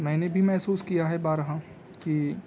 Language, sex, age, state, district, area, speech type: Urdu, male, 18-30, Delhi, South Delhi, urban, spontaneous